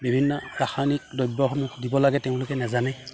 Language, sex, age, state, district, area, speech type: Assamese, male, 45-60, Assam, Udalguri, rural, spontaneous